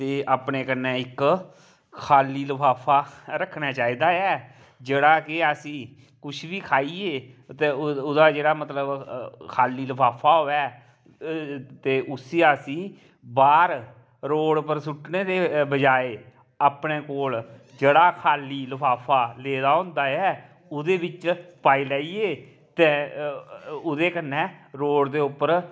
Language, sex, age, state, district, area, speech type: Dogri, male, 45-60, Jammu and Kashmir, Kathua, rural, spontaneous